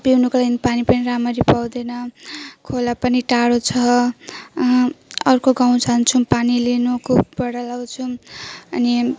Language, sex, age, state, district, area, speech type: Nepali, female, 18-30, West Bengal, Jalpaiguri, rural, spontaneous